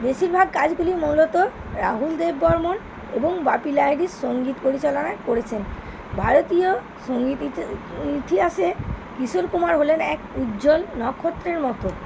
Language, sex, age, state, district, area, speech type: Bengali, female, 30-45, West Bengal, Birbhum, urban, spontaneous